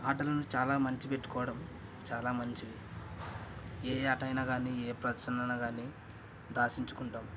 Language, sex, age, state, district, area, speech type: Telugu, male, 30-45, Andhra Pradesh, Kadapa, rural, spontaneous